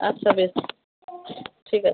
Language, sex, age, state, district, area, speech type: Bengali, female, 18-30, West Bengal, Murshidabad, rural, conversation